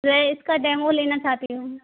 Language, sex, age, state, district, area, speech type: Hindi, female, 18-30, Rajasthan, Karauli, rural, conversation